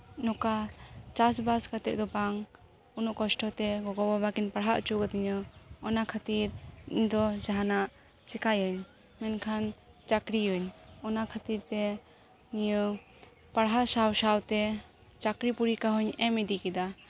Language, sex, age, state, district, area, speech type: Santali, female, 18-30, West Bengal, Birbhum, rural, spontaneous